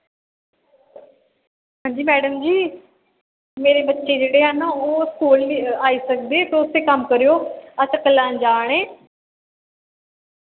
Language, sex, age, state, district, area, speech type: Dogri, female, 18-30, Jammu and Kashmir, Samba, rural, conversation